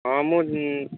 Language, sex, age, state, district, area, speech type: Odia, male, 30-45, Odisha, Boudh, rural, conversation